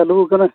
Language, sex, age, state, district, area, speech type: Santali, male, 45-60, Odisha, Mayurbhanj, rural, conversation